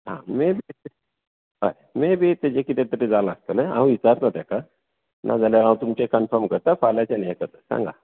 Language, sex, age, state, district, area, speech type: Goan Konkani, male, 45-60, Goa, Bardez, rural, conversation